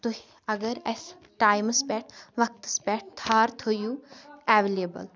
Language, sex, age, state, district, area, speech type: Kashmiri, female, 18-30, Jammu and Kashmir, Kupwara, rural, spontaneous